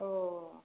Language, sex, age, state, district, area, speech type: Bodo, female, 60+, Assam, Chirang, rural, conversation